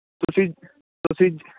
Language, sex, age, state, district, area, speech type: Punjabi, male, 18-30, Punjab, Firozpur, rural, conversation